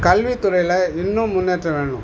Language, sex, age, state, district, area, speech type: Tamil, male, 60+, Tamil Nadu, Cuddalore, urban, spontaneous